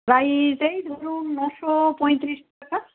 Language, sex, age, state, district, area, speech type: Bengali, female, 60+, West Bengal, Hooghly, rural, conversation